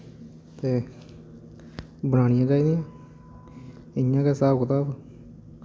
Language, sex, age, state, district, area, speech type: Dogri, male, 18-30, Jammu and Kashmir, Samba, rural, spontaneous